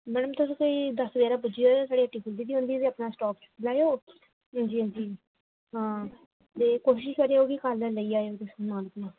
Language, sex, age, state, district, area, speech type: Dogri, female, 18-30, Jammu and Kashmir, Jammu, urban, conversation